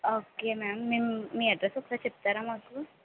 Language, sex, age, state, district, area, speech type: Telugu, female, 30-45, Andhra Pradesh, Kakinada, urban, conversation